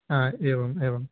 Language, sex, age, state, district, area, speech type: Sanskrit, male, 18-30, West Bengal, North 24 Parganas, rural, conversation